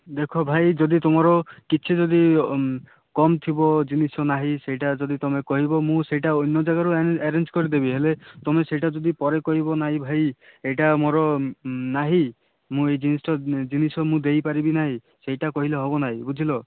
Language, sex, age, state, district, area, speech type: Odia, male, 18-30, Odisha, Malkangiri, rural, conversation